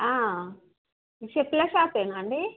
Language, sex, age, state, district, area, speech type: Telugu, female, 30-45, Telangana, Warangal, rural, conversation